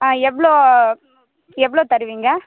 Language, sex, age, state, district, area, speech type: Tamil, female, 18-30, Tamil Nadu, Tiruvannamalai, rural, conversation